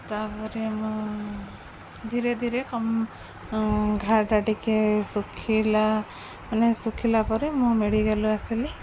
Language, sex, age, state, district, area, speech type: Odia, female, 30-45, Odisha, Jagatsinghpur, rural, spontaneous